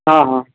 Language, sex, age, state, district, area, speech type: Odia, male, 45-60, Odisha, Nuapada, urban, conversation